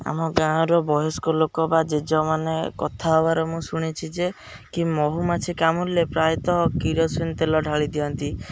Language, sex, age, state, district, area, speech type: Odia, male, 18-30, Odisha, Jagatsinghpur, rural, spontaneous